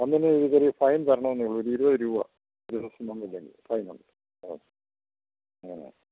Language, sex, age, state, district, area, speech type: Malayalam, male, 60+, Kerala, Kottayam, urban, conversation